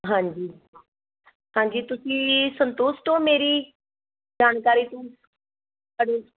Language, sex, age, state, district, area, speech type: Punjabi, female, 30-45, Punjab, Tarn Taran, rural, conversation